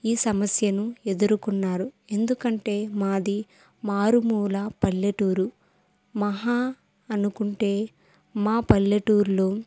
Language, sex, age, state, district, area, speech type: Telugu, female, 18-30, Andhra Pradesh, Kadapa, rural, spontaneous